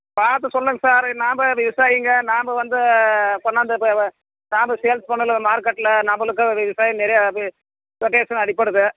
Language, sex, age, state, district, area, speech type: Tamil, male, 45-60, Tamil Nadu, Dharmapuri, rural, conversation